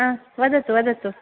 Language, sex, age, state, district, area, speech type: Sanskrit, female, 30-45, Kerala, Kasaragod, rural, conversation